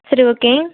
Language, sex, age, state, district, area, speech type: Tamil, female, 18-30, Tamil Nadu, Erode, rural, conversation